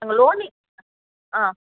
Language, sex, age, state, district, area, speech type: Tamil, female, 30-45, Tamil Nadu, Coimbatore, rural, conversation